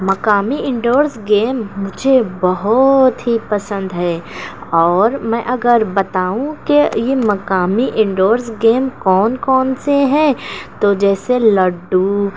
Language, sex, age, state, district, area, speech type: Urdu, female, 18-30, Maharashtra, Nashik, rural, spontaneous